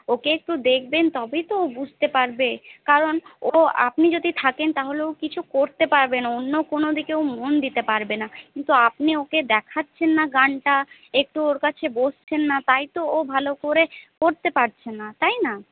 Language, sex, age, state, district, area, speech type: Bengali, female, 18-30, West Bengal, Paschim Bardhaman, rural, conversation